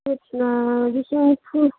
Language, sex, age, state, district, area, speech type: Manipuri, female, 18-30, Manipur, Senapati, rural, conversation